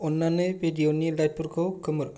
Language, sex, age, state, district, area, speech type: Bodo, male, 30-45, Assam, Kokrajhar, rural, read